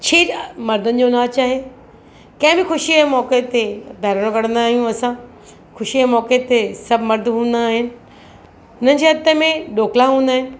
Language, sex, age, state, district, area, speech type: Sindhi, female, 45-60, Maharashtra, Mumbai Suburban, urban, spontaneous